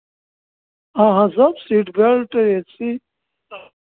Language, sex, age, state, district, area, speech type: Hindi, male, 60+, Uttar Pradesh, Ayodhya, rural, conversation